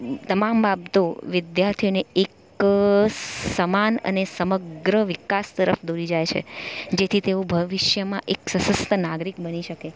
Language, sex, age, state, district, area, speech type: Gujarati, female, 30-45, Gujarat, Valsad, rural, spontaneous